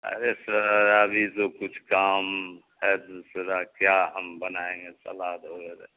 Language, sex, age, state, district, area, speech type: Urdu, male, 60+, Bihar, Supaul, rural, conversation